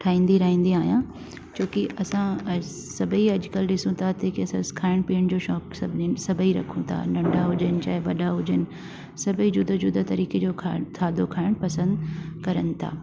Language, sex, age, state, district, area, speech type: Sindhi, female, 45-60, Delhi, South Delhi, urban, spontaneous